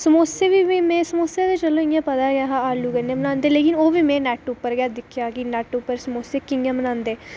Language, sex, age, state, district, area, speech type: Dogri, female, 18-30, Jammu and Kashmir, Reasi, rural, spontaneous